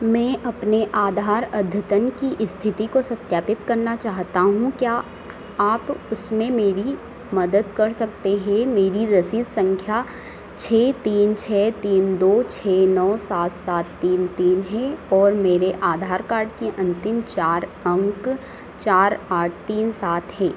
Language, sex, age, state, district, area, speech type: Hindi, female, 18-30, Madhya Pradesh, Harda, urban, read